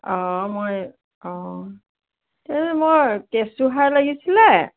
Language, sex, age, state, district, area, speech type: Assamese, female, 60+, Assam, Dibrugarh, urban, conversation